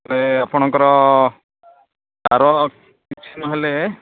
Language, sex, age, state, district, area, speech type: Odia, male, 45-60, Odisha, Sundergarh, urban, conversation